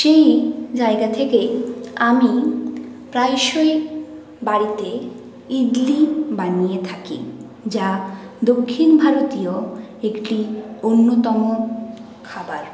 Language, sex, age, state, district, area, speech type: Bengali, female, 60+, West Bengal, Paschim Bardhaman, urban, spontaneous